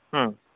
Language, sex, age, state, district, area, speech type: Bengali, male, 30-45, West Bengal, Jalpaiguri, rural, conversation